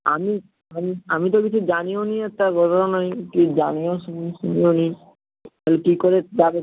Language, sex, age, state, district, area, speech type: Bengali, male, 18-30, West Bengal, Nadia, rural, conversation